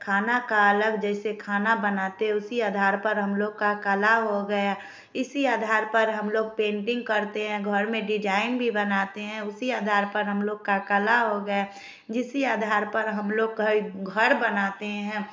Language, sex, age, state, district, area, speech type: Hindi, female, 30-45, Bihar, Samastipur, rural, spontaneous